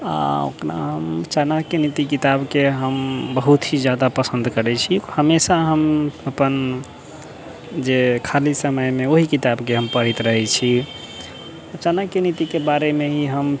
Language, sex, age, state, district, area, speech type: Maithili, male, 18-30, Bihar, Sitamarhi, rural, spontaneous